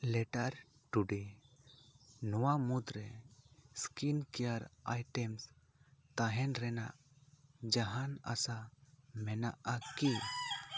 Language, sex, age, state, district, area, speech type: Santali, male, 30-45, West Bengal, Bankura, rural, read